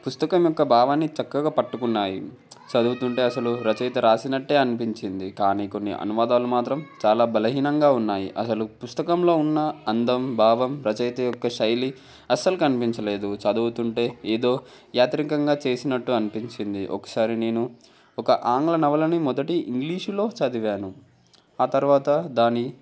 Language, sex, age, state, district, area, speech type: Telugu, male, 18-30, Telangana, Komaram Bheem, urban, spontaneous